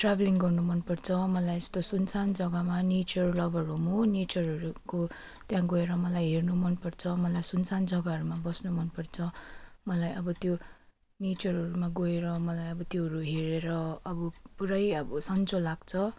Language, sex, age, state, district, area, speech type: Nepali, female, 45-60, West Bengal, Darjeeling, rural, spontaneous